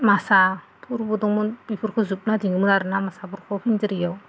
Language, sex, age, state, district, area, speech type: Bodo, female, 30-45, Assam, Goalpara, rural, spontaneous